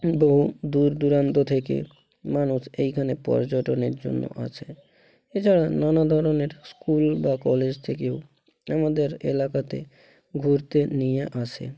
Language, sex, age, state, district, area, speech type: Bengali, male, 45-60, West Bengal, Bankura, urban, spontaneous